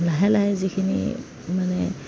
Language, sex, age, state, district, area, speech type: Assamese, female, 30-45, Assam, Darrang, rural, spontaneous